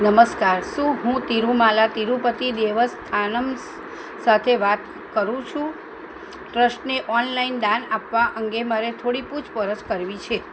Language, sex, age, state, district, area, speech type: Gujarati, female, 45-60, Gujarat, Kheda, rural, read